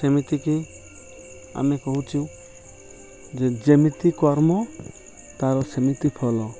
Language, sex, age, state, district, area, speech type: Odia, male, 30-45, Odisha, Malkangiri, urban, spontaneous